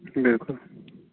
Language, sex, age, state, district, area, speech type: Kashmiri, male, 30-45, Jammu and Kashmir, Ganderbal, rural, conversation